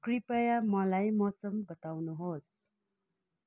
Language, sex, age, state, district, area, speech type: Nepali, female, 60+, West Bengal, Kalimpong, rural, read